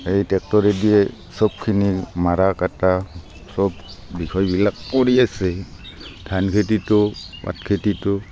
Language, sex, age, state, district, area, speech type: Assamese, male, 45-60, Assam, Barpeta, rural, spontaneous